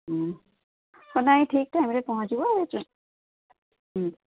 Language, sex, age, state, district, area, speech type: Odia, female, 60+, Odisha, Gajapati, rural, conversation